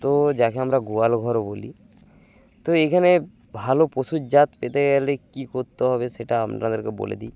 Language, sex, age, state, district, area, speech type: Bengali, male, 18-30, West Bengal, Bankura, rural, spontaneous